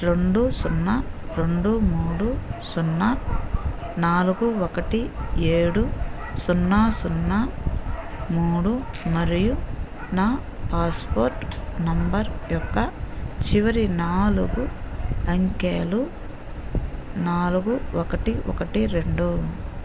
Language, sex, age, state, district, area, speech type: Telugu, female, 60+, Andhra Pradesh, Nellore, rural, read